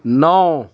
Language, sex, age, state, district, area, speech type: Urdu, male, 45-60, Uttar Pradesh, Lucknow, urban, read